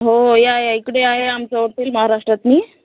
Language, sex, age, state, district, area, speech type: Marathi, female, 18-30, Maharashtra, Washim, rural, conversation